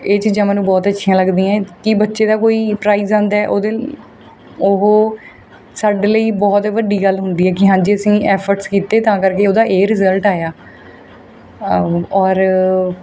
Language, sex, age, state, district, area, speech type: Punjabi, female, 30-45, Punjab, Mohali, rural, spontaneous